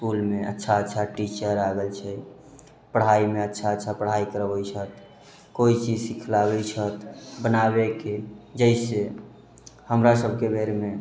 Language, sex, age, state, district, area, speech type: Maithili, male, 18-30, Bihar, Sitamarhi, rural, spontaneous